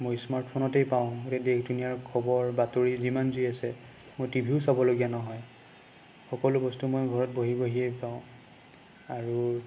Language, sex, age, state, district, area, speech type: Assamese, male, 18-30, Assam, Nagaon, rural, spontaneous